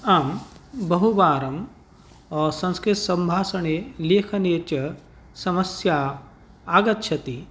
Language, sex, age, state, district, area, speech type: Sanskrit, male, 45-60, Rajasthan, Bharatpur, urban, spontaneous